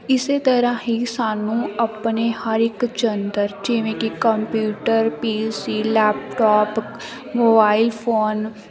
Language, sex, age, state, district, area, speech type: Punjabi, female, 18-30, Punjab, Sangrur, rural, spontaneous